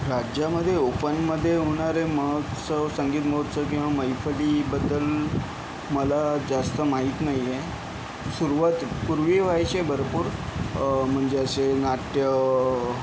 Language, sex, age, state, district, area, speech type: Marathi, male, 45-60, Maharashtra, Yavatmal, urban, spontaneous